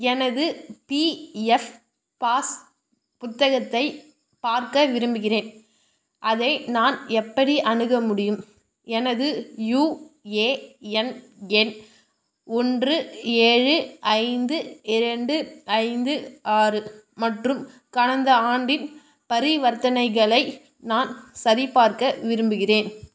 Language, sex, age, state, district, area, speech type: Tamil, female, 18-30, Tamil Nadu, Vellore, urban, read